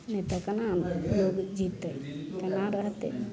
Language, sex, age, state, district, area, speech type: Maithili, female, 60+, Bihar, Madhepura, rural, spontaneous